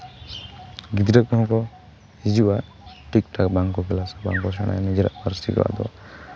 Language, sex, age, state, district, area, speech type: Santali, male, 18-30, West Bengal, Jhargram, rural, spontaneous